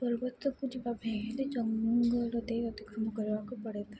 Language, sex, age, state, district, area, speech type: Odia, female, 18-30, Odisha, Rayagada, rural, spontaneous